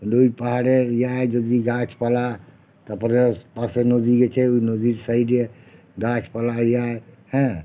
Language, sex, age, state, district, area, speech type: Bengali, male, 45-60, West Bengal, Uttar Dinajpur, rural, spontaneous